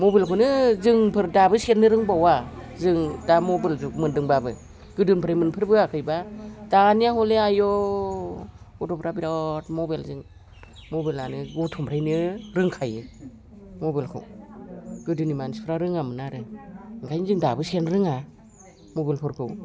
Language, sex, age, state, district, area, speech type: Bodo, female, 60+, Assam, Udalguri, rural, spontaneous